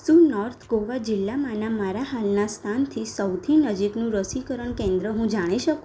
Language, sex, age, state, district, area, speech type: Gujarati, female, 18-30, Gujarat, Anand, rural, read